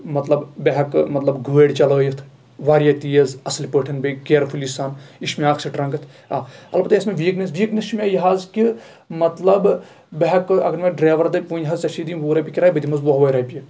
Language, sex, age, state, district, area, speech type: Kashmiri, male, 18-30, Jammu and Kashmir, Kulgam, rural, spontaneous